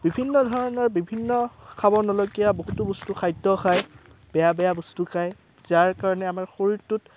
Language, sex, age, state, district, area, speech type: Assamese, male, 18-30, Assam, Udalguri, rural, spontaneous